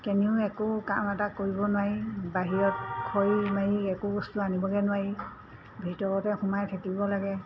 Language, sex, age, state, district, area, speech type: Assamese, female, 60+, Assam, Golaghat, urban, spontaneous